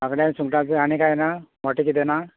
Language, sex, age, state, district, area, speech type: Goan Konkani, male, 45-60, Goa, Canacona, rural, conversation